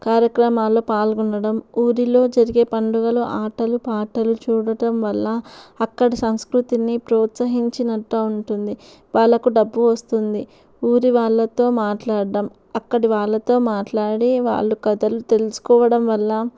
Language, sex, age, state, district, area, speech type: Telugu, female, 18-30, Andhra Pradesh, Kurnool, urban, spontaneous